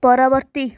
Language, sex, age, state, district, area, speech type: Odia, female, 18-30, Odisha, Nayagarh, rural, read